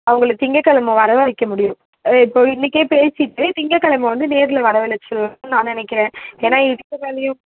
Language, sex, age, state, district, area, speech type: Tamil, female, 18-30, Tamil Nadu, Kanchipuram, urban, conversation